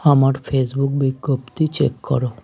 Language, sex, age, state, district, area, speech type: Bengali, male, 30-45, West Bengal, Hooghly, urban, read